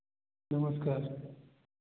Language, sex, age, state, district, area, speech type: Hindi, male, 45-60, Uttar Pradesh, Lucknow, rural, conversation